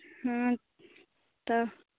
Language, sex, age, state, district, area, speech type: Maithili, female, 18-30, Bihar, Madhubani, rural, conversation